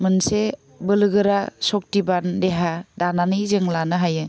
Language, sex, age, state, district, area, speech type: Bodo, female, 30-45, Assam, Udalguri, rural, spontaneous